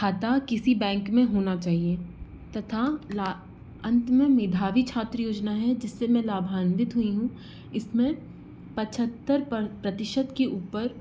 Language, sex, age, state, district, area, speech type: Hindi, female, 18-30, Madhya Pradesh, Bhopal, urban, spontaneous